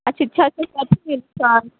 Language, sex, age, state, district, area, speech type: Maithili, female, 18-30, Bihar, Sitamarhi, rural, conversation